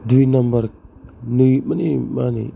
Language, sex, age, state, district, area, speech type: Bodo, male, 30-45, Assam, Kokrajhar, rural, spontaneous